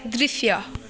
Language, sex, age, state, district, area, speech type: Nepali, female, 30-45, West Bengal, Alipurduar, urban, read